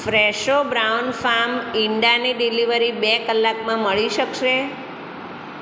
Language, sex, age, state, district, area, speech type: Gujarati, female, 45-60, Gujarat, Surat, urban, read